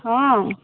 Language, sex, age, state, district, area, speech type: Odia, female, 60+, Odisha, Angul, rural, conversation